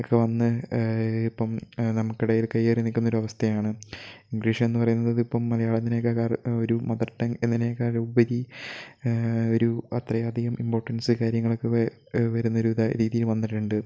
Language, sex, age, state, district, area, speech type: Malayalam, male, 18-30, Kerala, Kozhikode, rural, spontaneous